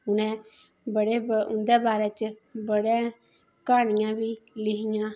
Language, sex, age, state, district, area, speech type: Dogri, female, 30-45, Jammu and Kashmir, Udhampur, rural, spontaneous